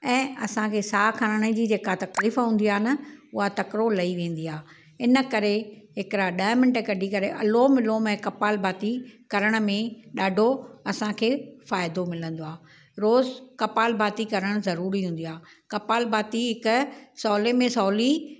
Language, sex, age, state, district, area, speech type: Sindhi, female, 60+, Maharashtra, Thane, urban, spontaneous